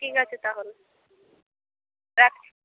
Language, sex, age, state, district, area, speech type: Bengali, female, 30-45, West Bengal, Purba Medinipur, rural, conversation